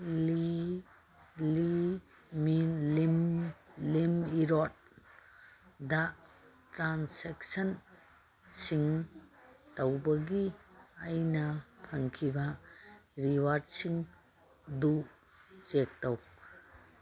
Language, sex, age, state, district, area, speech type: Manipuri, female, 45-60, Manipur, Kangpokpi, urban, read